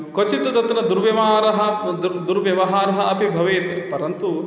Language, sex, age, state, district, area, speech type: Sanskrit, male, 30-45, Kerala, Thrissur, urban, spontaneous